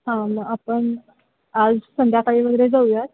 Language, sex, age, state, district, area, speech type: Marathi, female, 18-30, Maharashtra, Sangli, rural, conversation